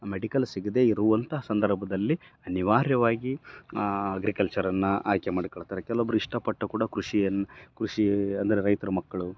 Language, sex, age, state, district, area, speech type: Kannada, male, 30-45, Karnataka, Bellary, rural, spontaneous